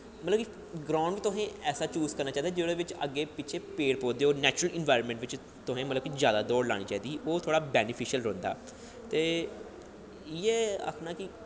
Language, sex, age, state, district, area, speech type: Dogri, male, 18-30, Jammu and Kashmir, Jammu, urban, spontaneous